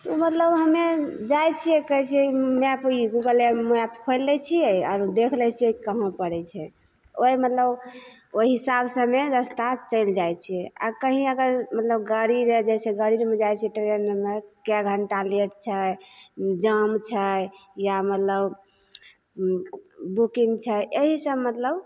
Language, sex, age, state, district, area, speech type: Maithili, female, 30-45, Bihar, Begusarai, rural, spontaneous